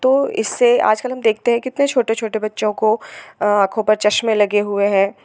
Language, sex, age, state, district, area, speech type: Hindi, female, 30-45, Madhya Pradesh, Hoshangabad, urban, spontaneous